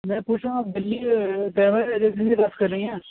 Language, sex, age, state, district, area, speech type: Urdu, male, 30-45, Delhi, South Delhi, urban, conversation